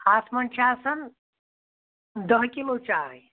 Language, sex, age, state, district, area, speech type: Kashmiri, female, 60+, Jammu and Kashmir, Anantnag, rural, conversation